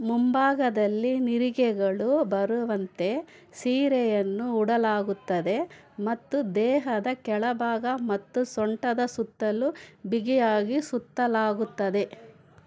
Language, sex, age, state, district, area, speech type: Kannada, female, 45-60, Karnataka, Bangalore Rural, rural, read